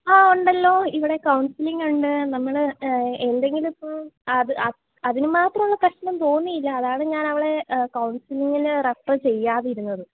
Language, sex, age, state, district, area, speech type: Malayalam, female, 18-30, Kerala, Idukki, rural, conversation